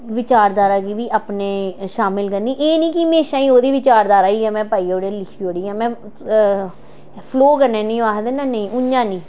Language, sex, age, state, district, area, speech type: Dogri, female, 45-60, Jammu and Kashmir, Jammu, urban, spontaneous